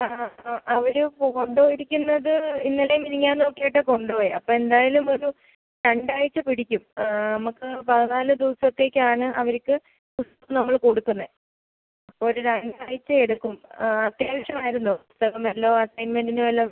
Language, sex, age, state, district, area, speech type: Malayalam, female, 18-30, Kerala, Kottayam, rural, conversation